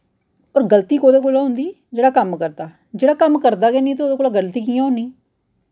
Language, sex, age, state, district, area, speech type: Dogri, female, 30-45, Jammu and Kashmir, Jammu, urban, spontaneous